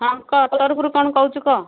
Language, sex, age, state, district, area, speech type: Odia, female, 45-60, Odisha, Gajapati, rural, conversation